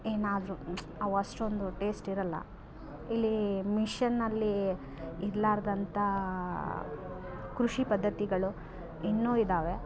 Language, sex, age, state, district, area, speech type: Kannada, female, 30-45, Karnataka, Vijayanagara, rural, spontaneous